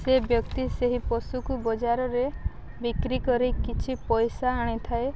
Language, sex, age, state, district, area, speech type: Odia, female, 18-30, Odisha, Balangir, urban, spontaneous